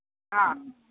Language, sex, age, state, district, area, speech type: Malayalam, male, 18-30, Kerala, Wayanad, rural, conversation